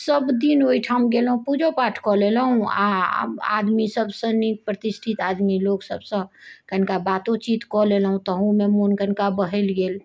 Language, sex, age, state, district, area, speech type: Maithili, female, 60+, Bihar, Sitamarhi, rural, spontaneous